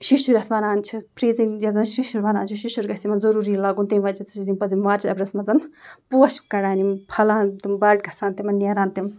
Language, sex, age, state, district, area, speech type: Kashmiri, female, 18-30, Jammu and Kashmir, Ganderbal, rural, spontaneous